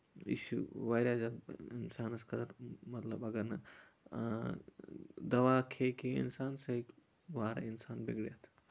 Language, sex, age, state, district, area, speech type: Kashmiri, male, 30-45, Jammu and Kashmir, Kupwara, rural, spontaneous